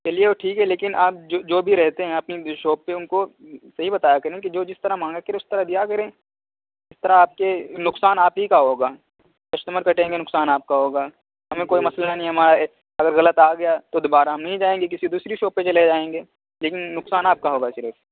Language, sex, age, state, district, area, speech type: Urdu, male, 30-45, Uttar Pradesh, Muzaffarnagar, urban, conversation